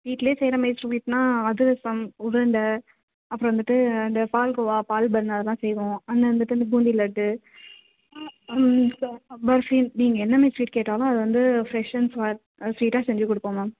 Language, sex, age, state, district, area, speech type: Tamil, female, 18-30, Tamil Nadu, Thanjavur, urban, conversation